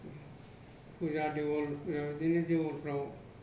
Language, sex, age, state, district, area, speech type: Bodo, male, 60+, Assam, Kokrajhar, rural, spontaneous